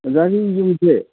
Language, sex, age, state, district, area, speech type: Manipuri, male, 60+, Manipur, Thoubal, rural, conversation